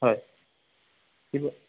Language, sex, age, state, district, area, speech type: Assamese, male, 30-45, Assam, Dhemaji, rural, conversation